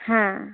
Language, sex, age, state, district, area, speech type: Gujarati, female, 18-30, Gujarat, Valsad, rural, conversation